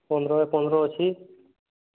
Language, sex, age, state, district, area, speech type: Odia, male, 30-45, Odisha, Subarnapur, urban, conversation